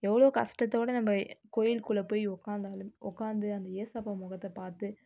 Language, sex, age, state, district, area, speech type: Tamil, female, 30-45, Tamil Nadu, Viluppuram, rural, spontaneous